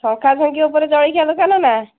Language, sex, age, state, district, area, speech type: Odia, female, 45-60, Odisha, Angul, rural, conversation